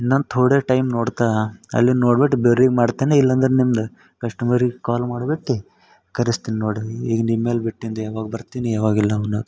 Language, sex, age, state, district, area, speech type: Kannada, male, 18-30, Karnataka, Yadgir, rural, spontaneous